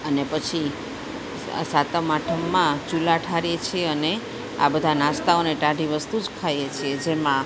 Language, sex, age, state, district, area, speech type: Gujarati, female, 45-60, Gujarat, Junagadh, urban, spontaneous